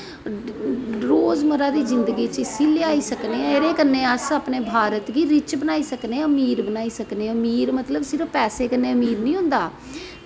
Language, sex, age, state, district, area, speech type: Dogri, female, 45-60, Jammu and Kashmir, Jammu, urban, spontaneous